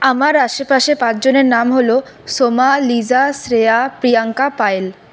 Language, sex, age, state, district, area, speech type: Bengali, female, 30-45, West Bengal, Paschim Bardhaman, urban, spontaneous